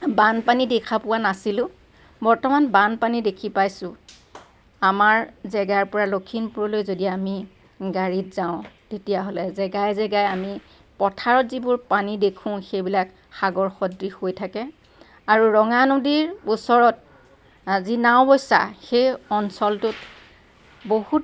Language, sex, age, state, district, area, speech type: Assamese, female, 45-60, Assam, Lakhimpur, rural, spontaneous